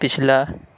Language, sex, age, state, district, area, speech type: Urdu, male, 18-30, Uttar Pradesh, Lucknow, urban, read